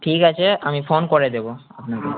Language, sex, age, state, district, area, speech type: Bengali, male, 18-30, West Bengal, Malda, urban, conversation